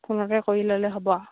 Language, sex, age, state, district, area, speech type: Assamese, female, 30-45, Assam, Sivasagar, rural, conversation